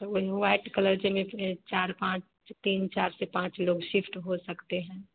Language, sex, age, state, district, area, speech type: Hindi, female, 30-45, Bihar, Samastipur, rural, conversation